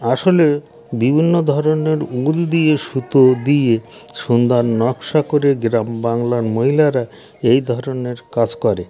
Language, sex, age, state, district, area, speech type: Bengali, male, 60+, West Bengal, North 24 Parganas, rural, spontaneous